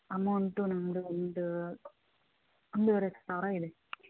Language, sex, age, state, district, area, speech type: Kannada, female, 30-45, Karnataka, Chitradurga, rural, conversation